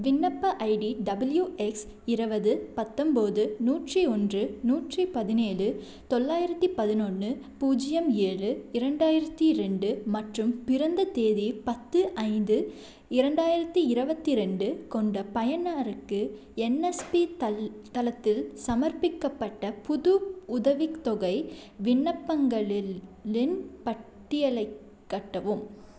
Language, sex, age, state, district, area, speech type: Tamil, female, 18-30, Tamil Nadu, Salem, urban, read